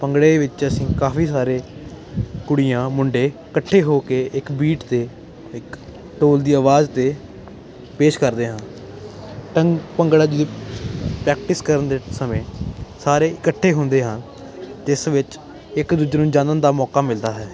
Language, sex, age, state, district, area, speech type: Punjabi, male, 18-30, Punjab, Ludhiana, urban, spontaneous